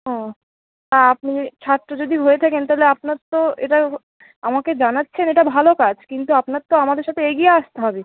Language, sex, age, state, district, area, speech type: Bengali, female, 18-30, West Bengal, Birbhum, urban, conversation